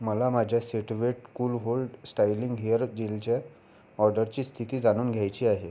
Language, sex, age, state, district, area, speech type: Marathi, male, 30-45, Maharashtra, Amravati, urban, read